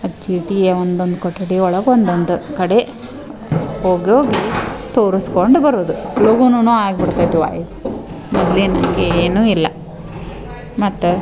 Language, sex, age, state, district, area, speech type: Kannada, female, 45-60, Karnataka, Dharwad, rural, spontaneous